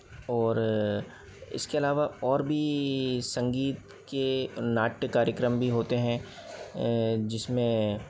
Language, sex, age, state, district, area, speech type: Hindi, male, 30-45, Madhya Pradesh, Bhopal, urban, spontaneous